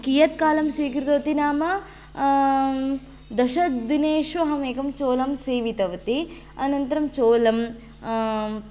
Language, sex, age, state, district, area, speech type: Sanskrit, female, 18-30, Karnataka, Haveri, rural, spontaneous